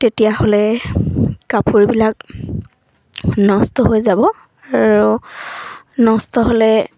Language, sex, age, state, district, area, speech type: Assamese, female, 18-30, Assam, Sivasagar, rural, spontaneous